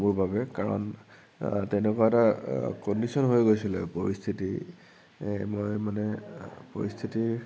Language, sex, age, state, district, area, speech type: Assamese, male, 18-30, Assam, Nagaon, rural, spontaneous